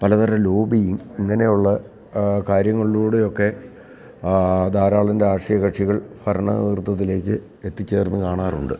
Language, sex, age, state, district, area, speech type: Malayalam, male, 60+, Kerala, Idukki, rural, spontaneous